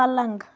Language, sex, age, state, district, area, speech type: Kashmiri, female, 18-30, Jammu and Kashmir, Baramulla, rural, read